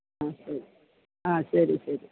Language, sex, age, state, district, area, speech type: Malayalam, female, 60+, Kerala, Kottayam, urban, conversation